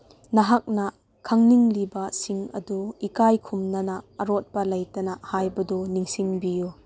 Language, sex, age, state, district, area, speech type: Manipuri, female, 30-45, Manipur, Chandel, rural, read